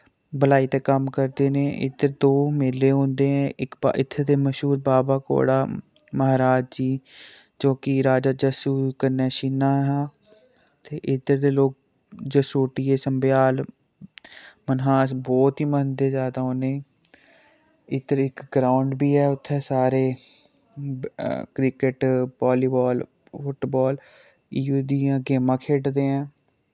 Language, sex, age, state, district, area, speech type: Dogri, male, 18-30, Jammu and Kashmir, Kathua, rural, spontaneous